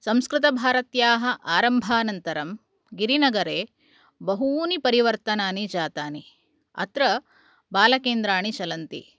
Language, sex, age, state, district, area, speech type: Sanskrit, female, 30-45, Karnataka, Udupi, urban, spontaneous